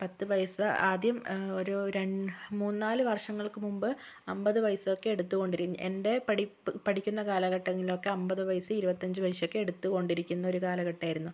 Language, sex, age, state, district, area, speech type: Malayalam, female, 18-30, Kerala, Kozhikode, urban, spontaneous